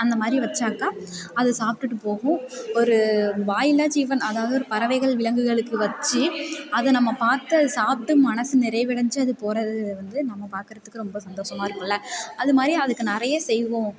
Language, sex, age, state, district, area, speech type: Tamil, female, 18-30, Tamil Nadu, Tiruvarur, rural, spontaneous